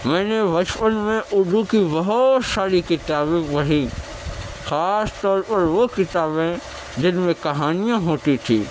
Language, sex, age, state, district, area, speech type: Urdu, male, 30-45, Delhi, Central Delhi, urban, spontaneous